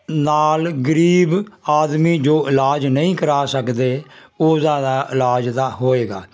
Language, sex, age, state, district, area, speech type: Punjabi, male, 60+, Punjab, Jalandhar, rural, spontaneous